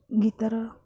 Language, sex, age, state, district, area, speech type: Odia, female, 30-45, Odisha, Jagatsinghpur, rural, spontaneous